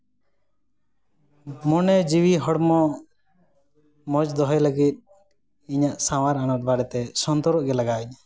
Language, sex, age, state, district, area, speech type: Santali, male, 30-45, West Bengal, Purulia, rural, spontaneous